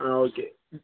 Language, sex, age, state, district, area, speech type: Telugu, male, 18-30, Telangana, Jangaon, rural, conversation